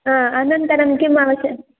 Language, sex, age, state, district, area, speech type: Sanskrit, female, 18-30, Karnataka, Dakshina Kannada, rural, conversation